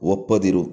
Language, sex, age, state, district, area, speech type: Kannada, male, 30-45, Karnataka, Shimoga, rural, read